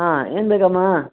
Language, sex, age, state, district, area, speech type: Kannada, male, 60+, Karnataka, Dakshina Kannada, rural, conversation